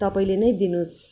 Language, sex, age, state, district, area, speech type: Nepali, female, 30-45, West Bengal, Darjeeling, rural, spontaneous